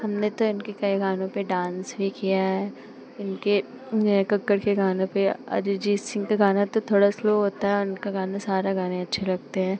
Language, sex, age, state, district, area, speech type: Hindi, female, 18-30, Uttar Pradesh, Pratapgarh, urban, spontaneous